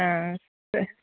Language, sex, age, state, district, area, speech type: Tamil, female, 30-45, Tamil Nadu, Dharmapuri, rural, conversation